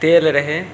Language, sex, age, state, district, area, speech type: Maithili, male, 18-30, Bihar, Saharsa, rural, spontaneous